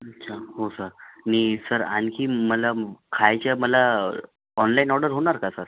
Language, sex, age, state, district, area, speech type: Marathi, other, 45-60, Maharashtra, Nagpur, rural, conversation